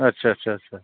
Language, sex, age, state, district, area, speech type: Bodo, male, 60+, Assam, Chirang, rural, conversation